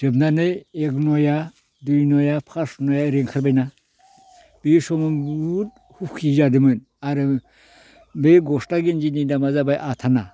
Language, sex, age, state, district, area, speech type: Bodo, male, 60+, Assam, Baksa, rural, spontaneous